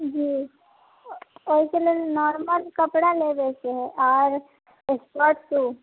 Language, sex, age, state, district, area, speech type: Maithili, female, 18-30, Bihar, Sitamarhi, rural, conversation